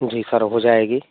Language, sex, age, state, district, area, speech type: Hindi, male, 18-30, Rajasthan, Bharatpur, rural, conversation